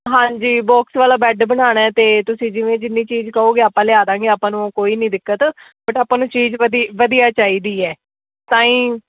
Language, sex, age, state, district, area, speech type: Punjabi, female, 18-30, Punjab, Fazilka, rural, conversation